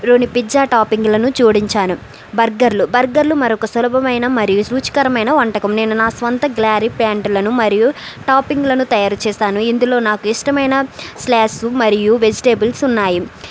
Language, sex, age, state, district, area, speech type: Telugu, female, 30-45, Andhra Pradesh, East Godavari, rural, spontaneous